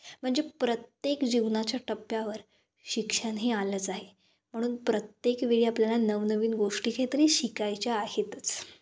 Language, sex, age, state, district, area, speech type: Marathi, female, 18-30, Maharashtra, Kolhapur, rural, spontaneous